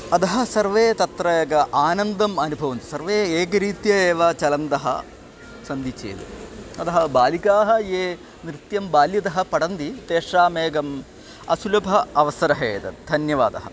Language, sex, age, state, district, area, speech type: Sanskrit, male, 45-60, Kerala, Kollam, rural, spontaneous